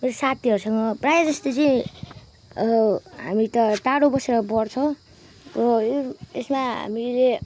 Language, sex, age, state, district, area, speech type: Nepali, female, 18-30, West Bengal, Kalimpong, rural, spontaneous